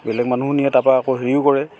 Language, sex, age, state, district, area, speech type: Assamese, male, 45-60, Assam, Charaideo, urban, spontaneous